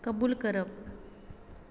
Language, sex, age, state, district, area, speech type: Goan Konkani, female, 30-45, Goa, Quepem, rural, read